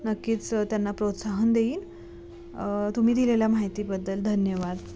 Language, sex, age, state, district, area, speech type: Marathi, female, 18-30, Maharashtra, Sangli, urban, spontaneous